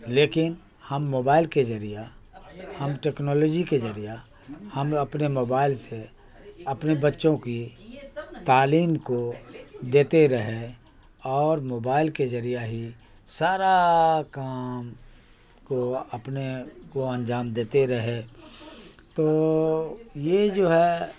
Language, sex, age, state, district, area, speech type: Urdu, male, 60+, Bihar, Khagaria, rural, spontaneous